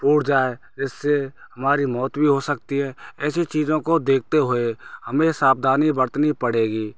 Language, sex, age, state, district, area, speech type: Hindi, male, 30-45, Rajasthan, Bharatpur, rural, spontaneous